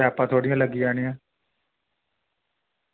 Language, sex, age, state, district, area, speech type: Dogri, male, 30-45, Jammu and Kashmir, Reasi, rural, conversation